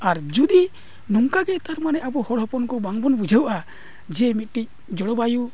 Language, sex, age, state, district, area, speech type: Santali, male, 45-60, Odisha, Mayurbhanj, rural, spontaneous